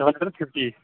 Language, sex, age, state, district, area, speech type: Kashmiri, male, 30-45, Jammu and Kashmir, Kulgam, rural, conversation